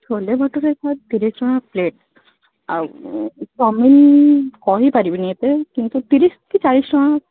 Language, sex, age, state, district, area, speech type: Odia, female, 45-60, Odisha, Sundergarh, rural, conversation